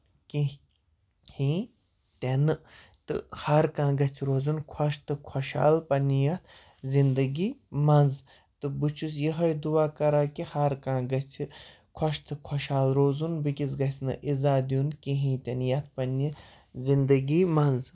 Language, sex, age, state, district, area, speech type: Kashmiri, male, 30-45, Jammu and Kashmir, Baramulla, urban, spontaneous